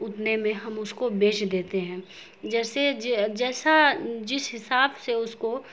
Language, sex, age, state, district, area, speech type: Urdu, female, 18-30, Bihar, Saharsa, urban, spontaneous